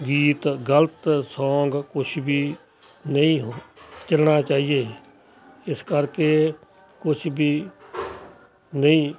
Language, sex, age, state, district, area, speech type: Punjabi, male, 60+, Punjab, Hoshiarpur, rural, spontaneous